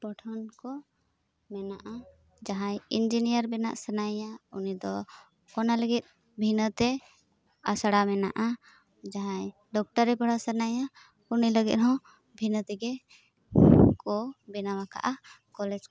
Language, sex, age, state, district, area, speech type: Santali, female, 18-30, Jharkhand, Seraikela Kharsawan, rural, spontaneous